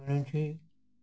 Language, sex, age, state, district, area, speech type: Odia, male, 60+, Odisha, Ganjam, urban, spontaneous